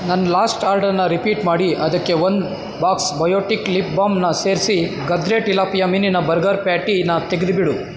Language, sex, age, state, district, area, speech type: Kannada, male, 30-45, Karnataka, Kolar, rural, read